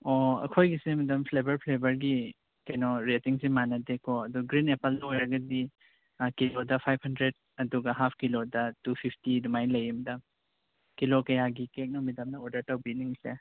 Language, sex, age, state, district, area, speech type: Manipuri, male, 30-45, Manipur, Chandel, rural, conversation